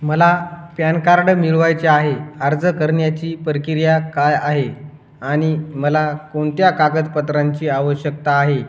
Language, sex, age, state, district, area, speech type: Marathi, male, 18-30, Maharashtra, Hingoli, rural, read